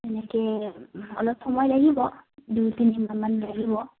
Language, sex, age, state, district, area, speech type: Assamese, female, 18-30, Assam, Udalguri, urban, conversation